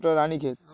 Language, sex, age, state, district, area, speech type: Bengali, male, 18-30, West Bengal, Uttar Dinajpur, urban, spontaneous